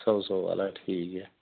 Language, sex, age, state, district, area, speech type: Dogri, male, 60+, Jammu and Kashmir, Udhampur, rural, conversation